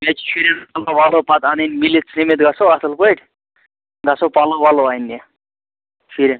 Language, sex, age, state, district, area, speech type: Kashmiri, male, 45-60, Jammu and Kashmir, Budgam, urban, conversation